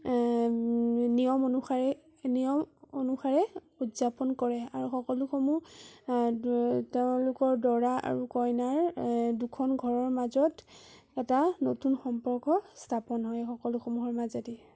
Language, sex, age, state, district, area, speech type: Assamese, female, 18-30, Assam, Sonitpur, urban, spontaneous